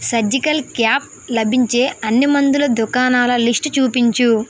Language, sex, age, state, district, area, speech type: Telugu, female, 18-30, Andhra Pradesh, Vizianagaram, rural, read